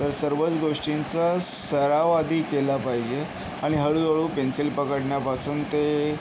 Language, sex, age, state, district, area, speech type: Marathi, male, 45-60, Maharashtra, Yavatmal, urban, spontaneous